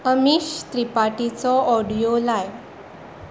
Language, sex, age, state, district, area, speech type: Goan Konkani, female, 18-30, Goa, Tiswadi, rural, read